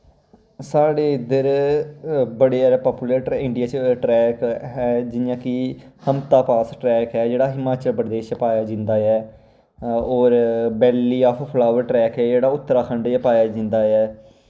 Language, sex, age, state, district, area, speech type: Dogri, male, 18-30, Jammu and Kashmir, Kathua, rural, spontaneous